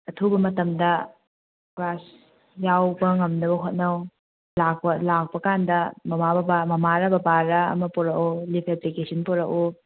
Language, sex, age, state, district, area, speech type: Manipuri, female, 30-45, Manipur, Kangpokpi, urban, conversation